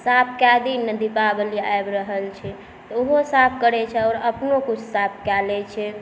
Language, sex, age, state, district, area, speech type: Maithili, female, 18-30, Bihar, Saharsa, rural, spontaneous